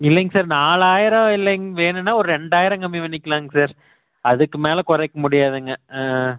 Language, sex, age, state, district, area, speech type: Tamil, male, 30-45, Tamil Nadu, Tiruppur, rural, conversation